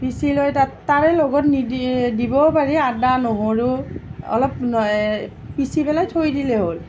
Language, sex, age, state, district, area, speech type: Assamese, female, 45-60, Assam, Nalbari, rural, spontaneous